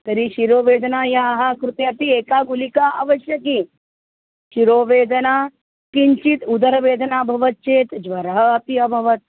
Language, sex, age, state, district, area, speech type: Sanskrit, female, 45-60, Maharashtra, Nagpur, urban, conversation